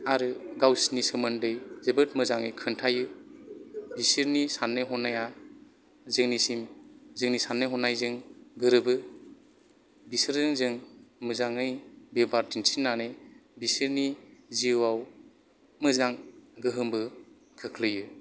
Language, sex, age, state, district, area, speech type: Bodo, male, 45-60, Assam, Kokrajhar, urban, spontaneous